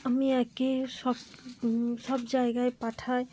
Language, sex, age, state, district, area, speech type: Bengali, female, 30-45, West Bengal, Cooch Behar, urban, spontaneous